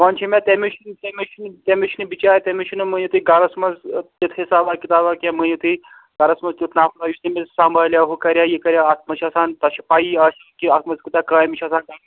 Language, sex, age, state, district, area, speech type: Kashmiri, male, 30-45, Jammu and Kashmir, Srinagar, urban, conversation